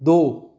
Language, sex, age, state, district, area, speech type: Punjabi, male, 30-45, Punjab, Fatehgarh Sahib, urban, read